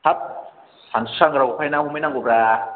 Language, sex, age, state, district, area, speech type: Bodo, male, 18-30, Assam, Kokrajhar, rural, conversation